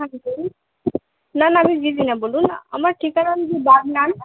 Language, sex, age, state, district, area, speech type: Bengali, female, 18-30, West Bengal, Howrah, urban, conversation